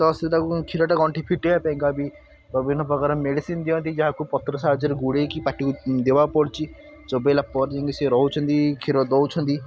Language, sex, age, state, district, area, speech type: Odia, male, 18-30, Odisha, Puri, urban, spontaneous